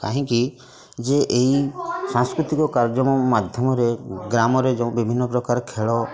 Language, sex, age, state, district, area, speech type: Odia, male, 45-60, Odisha, Mayurbhanj, rural, spontaneous